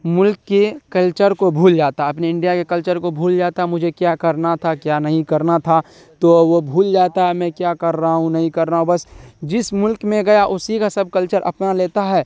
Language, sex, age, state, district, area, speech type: Urdu, male, 18-30, Bihar, Darbhanga, rural, spontaneous